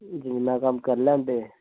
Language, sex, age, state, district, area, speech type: Dogri, male, 30-45, Jammu and Kashmir, Reasi, urban, conversation